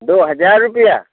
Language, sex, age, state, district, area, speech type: Hindi, male, 60+, Uttar Pradesh, Jaunpur, rural, conversation